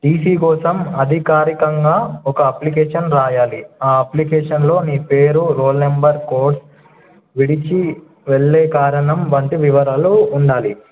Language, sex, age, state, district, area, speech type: Telugu, male, 18-30, Telangana, Nizamabad, urban, conversation